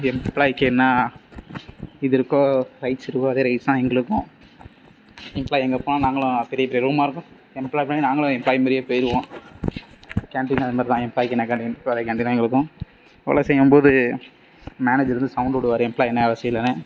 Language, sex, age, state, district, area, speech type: Tamil, male, 18-30, Tamil Nadu, Ariyalur, rural, spontaneous